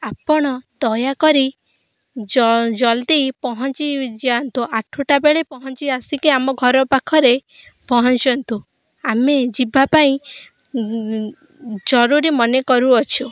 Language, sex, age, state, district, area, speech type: Odia, female, 18-30, Odisha, Kendrapara, urban, spontaneous